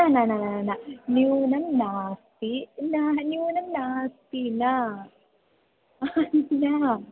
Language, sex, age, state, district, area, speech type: Sanskrit, female, 18-30, Kerala, Thrissur, urban, conversation